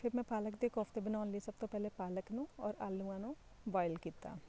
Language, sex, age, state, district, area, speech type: Punjabi, female, 30-45, Punjab, Shaheed Bhagat Singh Nagar, urban, spontaneous